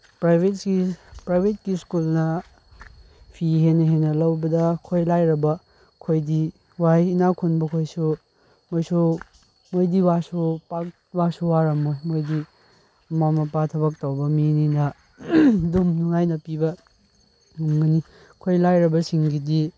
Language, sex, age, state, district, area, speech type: Manipuri, male, 18-30, Manipur, Chandel, rural, spontaneous